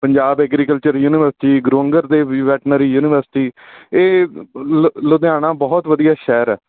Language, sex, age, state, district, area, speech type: Punjabi, male, 30-45, Punjab, Amritsar, urban, conversation